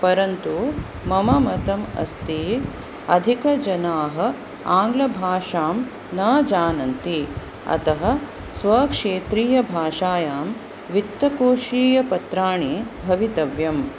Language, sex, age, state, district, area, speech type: Sanskrit, female, 45-60, Maharashtra, Pune, urban, spontaneous